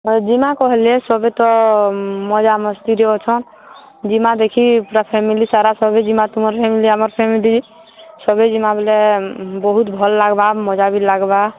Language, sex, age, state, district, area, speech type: Odia, female, 18-30, Odisha, Balangir, urban, conversation